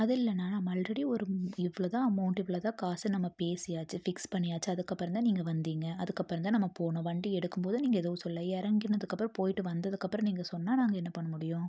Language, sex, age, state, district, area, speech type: Tamil, female, 30-45, Tamil Nadu, Tiruppur, rural, spontaneous